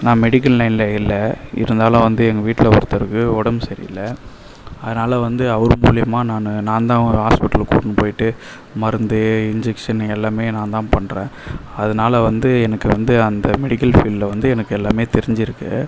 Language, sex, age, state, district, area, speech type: Tamil, male, 30-45, Tamil Nadu, Viluppuram, rural, spontaneous